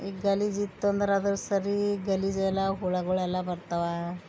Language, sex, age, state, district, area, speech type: Kannada, female, 45-60, Karnataka, Bidar, urban, spontaneous